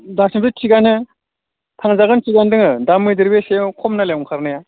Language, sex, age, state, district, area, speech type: Bodo, male, 45-60, Assam, Udalguri, urban, conversation